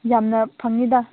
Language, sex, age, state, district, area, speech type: Manipuri, female, 18-30, Manipur, Chandel, rural, conversation